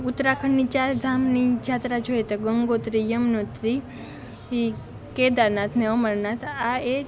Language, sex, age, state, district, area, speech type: Gujarati, female, 18-30, Gujarat, Rajkot, rural, spontaneous